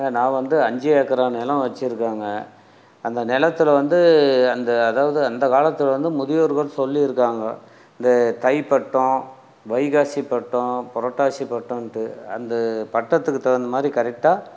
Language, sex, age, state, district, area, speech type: Tamil, male, 60+, Tamil Nadu, Dharmapuri, rural, spontaneous